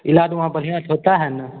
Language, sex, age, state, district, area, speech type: Hindi, male, 18-30, Bihar, Begusarai, rural, conversation